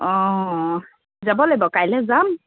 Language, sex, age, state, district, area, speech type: Assamese, female, 45-60, Assam, Biswanath, rural, conversation